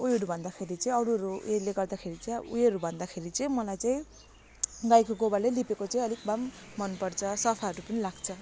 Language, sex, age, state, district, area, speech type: Nepali, female, 30-45, West Bengal, Jalpaiguri, rural, spontaneous